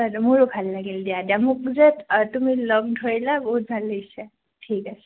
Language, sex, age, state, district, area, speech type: Assamese, female, 18-30, Assam, Goalpara, urban, conversation